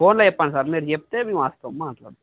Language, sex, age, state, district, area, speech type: Telugu, male, 30-45, Andhra Pradesh, Visakhapatnam, rural, conversation